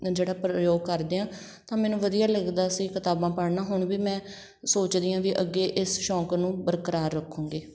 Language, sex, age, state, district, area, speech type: Punjabi, female, 18-30, Punjab, Patiala, rural, spontaneous